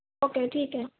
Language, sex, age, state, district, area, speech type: Urdu, female, 18-30, Uttar Pradesh, Mau, urban, conversation